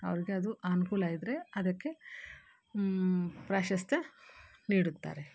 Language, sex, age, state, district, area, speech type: Kannada, female, 30-45, Karnataka, Kolar, urban, spontaneous